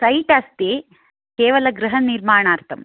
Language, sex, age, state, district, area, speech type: Sanskrit, female, 30-45, Karnataka, Chikkamagaluru, rural, conversation